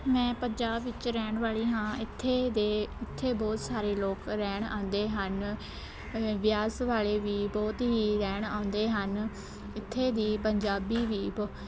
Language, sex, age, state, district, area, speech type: Punjabi, female, 18-30, Punjab, Shaheed Bhagat Singh Nagar, urban, spontaneous